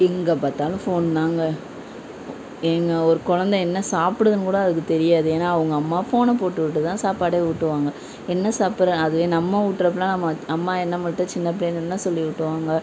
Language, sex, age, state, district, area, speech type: Tamil, female, 18-30, Tamil Nadu, Madurai, rural, spontaneous